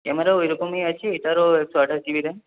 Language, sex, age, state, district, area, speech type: Bengali, male, 18-30, West Bengal, Purulia, urban, conversation